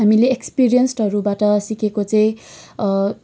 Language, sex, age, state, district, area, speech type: Nepali, female, 18-30, West Bengal, Kalimpong, rural, spontaneous